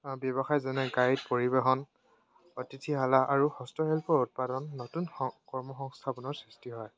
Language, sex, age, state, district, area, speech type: Assamese, male, 18-30, Assam, Dibrugarh, rural, spontaneous